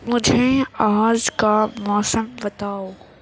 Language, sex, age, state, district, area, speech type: Urdu, female, 18-30, Uttar Pradesh, Gautam Buddha Nagar, rural, read